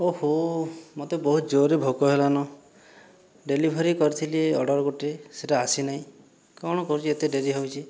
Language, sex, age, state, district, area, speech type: Odia, male, 18-30, Odisha, Boudh, rural, spontaneous